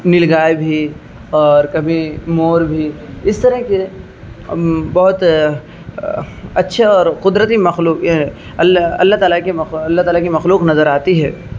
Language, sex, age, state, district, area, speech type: Urdu, male, 30-45, Uttar Pradesh, Azamgarh, rural, spontaneous